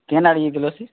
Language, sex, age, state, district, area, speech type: Odia, male, 18-30, Odisha, Bargarh, urban, conversation